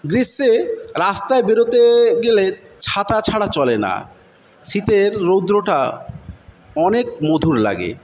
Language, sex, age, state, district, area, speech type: Bengali, male, 45-60, West Bengal, Paschim Medinipur, rural, spontaneous